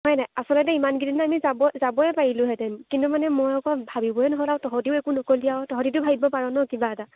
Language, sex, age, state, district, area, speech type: Assamese, female, 18-30, Assam, Lakhimpur, rural, conversation